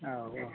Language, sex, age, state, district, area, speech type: Bodo, male, 45-60, Assam, Chirang, urban, conversation